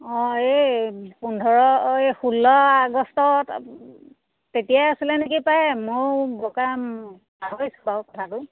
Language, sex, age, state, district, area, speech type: Assamese, female, 30-45, Assam, Lakhimpur, rural, conversation